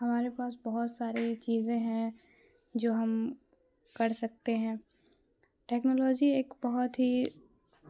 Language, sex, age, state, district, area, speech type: Urdu, female, 18-30, Bihar, Khagaria, rural, spontaneous